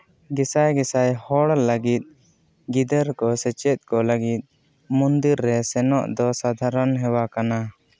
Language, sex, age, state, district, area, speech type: Santali, male, 18-30, Jharkhand, East Singhbhum, rural, read